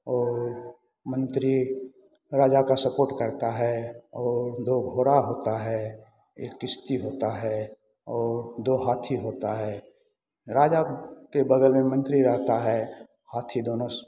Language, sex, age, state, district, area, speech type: Hindi, male, 60+, Bihar, Begusarai, urban, spontaneous